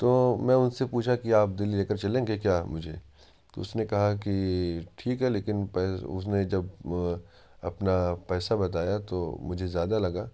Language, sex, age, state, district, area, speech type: Urdu, male, 18-30, Uttar Pradesh, Ghaziabad, urban, spontaneous